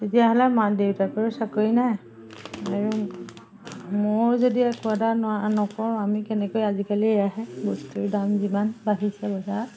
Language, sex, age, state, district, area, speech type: Assamese, female, 45-60, Assam, Majuli, urban, spontaneous